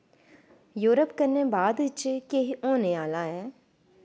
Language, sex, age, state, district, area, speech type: Dogri, female, 30-45, Jammu and Kashmir, Udhampur, urban, read